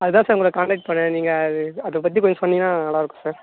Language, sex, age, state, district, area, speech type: Tamil, male, 18-30, Tamil Nadu, Tiruvannamalai, rural, conversation